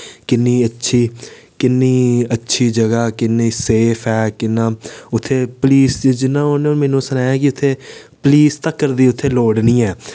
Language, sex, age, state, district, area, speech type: Dogri, male, 18-30, Jammu and Kashmir, Samba, rural, spontaneous